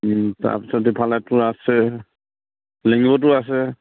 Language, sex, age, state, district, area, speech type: Assamese, male, 45-60, Assam, Charaideo, rural, conversation